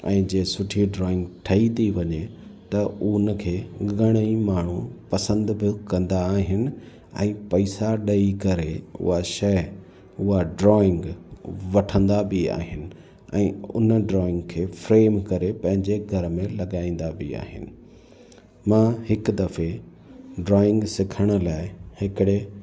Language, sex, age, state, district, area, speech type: Sindhi, male, 30-45, Gujarat, Kutch, rural, spontaneous